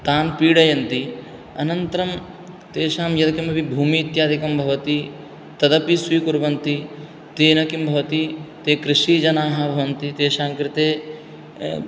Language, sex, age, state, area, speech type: Sanskrit, male, 18-30, Rajasthan, rural, spontaneous